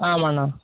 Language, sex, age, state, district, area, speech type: Tamil, male, 30-45, Tamil Nadu, Mayiladuthurai, rural, conversation